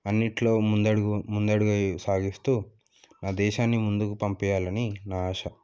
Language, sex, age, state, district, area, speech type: Telugu, male, 30-45, Telangana, Sangareddy, urban, spontaneous